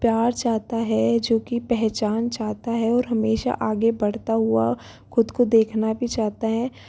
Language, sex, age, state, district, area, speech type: Hindi, female, 18-30, Rajasthan, Jaipur, urban, spontaneous